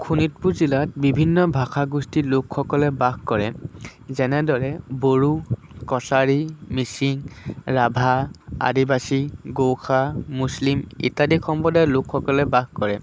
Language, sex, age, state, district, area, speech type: Assamese, male, 18-30, Assam, Sonitpur, rural, spontaneous